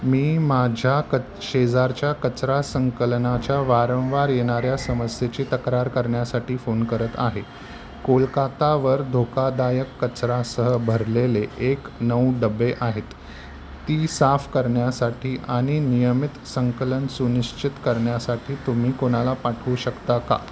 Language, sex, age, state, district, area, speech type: Marathi, male, 45-60, Maharashtra, Thane, rural, read